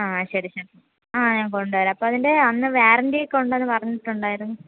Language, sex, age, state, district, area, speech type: Malayalam, female, 30-45, Kerala, Thiruvananthapuram, urban, conversation